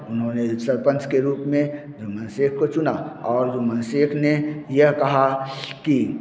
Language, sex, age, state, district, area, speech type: Hindi, male, 45-60, Uttar Pradesh, Bhadohi, urban, spontaneous